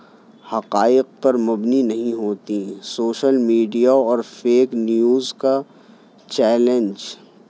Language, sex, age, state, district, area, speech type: Urdu, male, 30-45, Delhi, New Delhi, urban, spontaneous